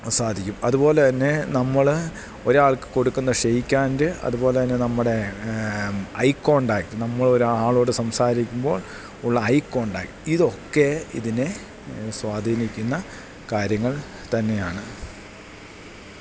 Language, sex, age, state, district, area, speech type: Malayalam, male, 30-45, Kerala, Idukki, rural, spontaneous